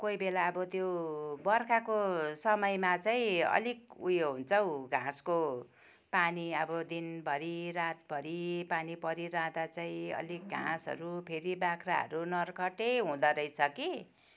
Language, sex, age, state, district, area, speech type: Nepali, female, 60+, West Bengal, Kalimpong, rural, spontaneous